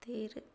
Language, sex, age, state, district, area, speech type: Tamil, female, 18-30, Tamil Nadu, Perambalur, rural, spontaneous